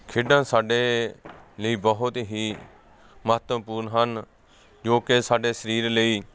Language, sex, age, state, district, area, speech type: Punjabi, male, 45-60, Punjab, Fatehgarh Sahib, rural, spontaneous